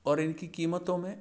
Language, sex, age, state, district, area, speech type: Hindi, male, 60+, Madhya Pradesh, Balaghat, rural, spontaneous